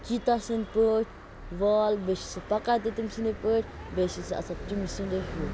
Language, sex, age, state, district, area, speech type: Kashmiri, male, 18-30, Jammu and Kashmir, Kupwara, rural, spontaneous